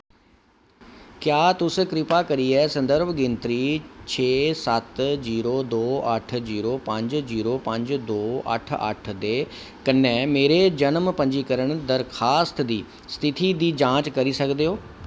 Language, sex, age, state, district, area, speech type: Dogri, male, 45-60, Jammu and Kashmir, Kathua, urban, read